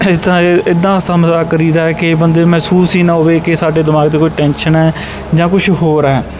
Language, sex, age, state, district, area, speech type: Punjabi, male, 30-45, Punjab, Bathinda, rural, spontaneous